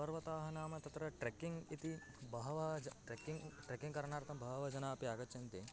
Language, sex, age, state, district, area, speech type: Sanskrit, male, 18-30, Karnataka, Bagalkot, rural, spontaneous